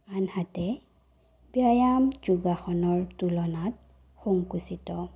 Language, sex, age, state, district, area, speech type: Assamese, female, 30-45, Assam, Sonitpur, rural, spontaneous